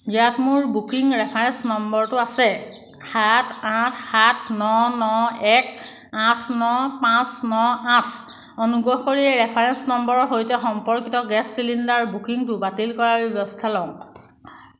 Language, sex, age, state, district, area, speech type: Assamese, female, 30-45, Assam, Jorhat, urban, read